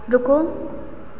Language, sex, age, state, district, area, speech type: Hindi, female, 18-30, Madhya Pradesh, Hoshangabad, urban, read